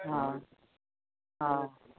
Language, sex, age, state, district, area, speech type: Assamese, female, 45-60, Assam, Barpeta, rural, conversation